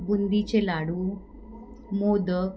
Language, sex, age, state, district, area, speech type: Marathi, female, 30-45, Maharashtra, Wardha, rural, spontaneous